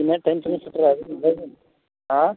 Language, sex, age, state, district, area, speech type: Santali, male, 45-60, Odisha, Mayurbhanj, rural, conversation